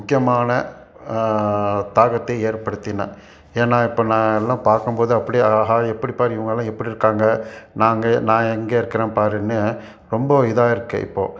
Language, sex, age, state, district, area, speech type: Tamil, male, 45-60, Tamil Nadu, Salem, urban, spontaneous